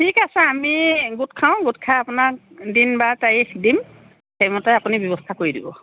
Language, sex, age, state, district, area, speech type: Assamese, female, 45-60, Assam, Lakhimpur, rural, conversation